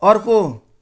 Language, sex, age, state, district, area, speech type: Nepali, male, 60+, West Bengal, Kalimpong, rural, read